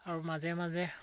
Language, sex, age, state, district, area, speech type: Assamese, male, 45-60, Assam, Charaideo, rural, spontaneous